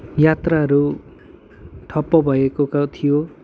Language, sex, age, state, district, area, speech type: Nepali, male, 18-30, West Bengal, Kalimpong, rural, spontaneous